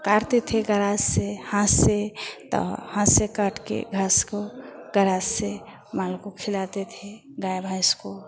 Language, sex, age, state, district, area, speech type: Hindi, female, 60+, Bihar, Vaishali, urban, spontaneous